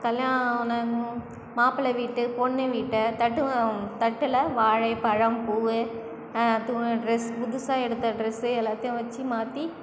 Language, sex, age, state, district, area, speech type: Tamil, female, 30-45, Tamil Nadu, Cuddalore, rural, spontaneous